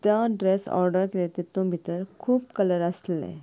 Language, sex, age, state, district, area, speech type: Goan Konkani, female, 18-30, Goa, Canacona, rural, spontaneous